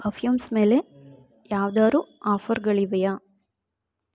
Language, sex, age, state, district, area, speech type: Kannada, female, 18-30, Karnataka, Bangalore Rural, urban, read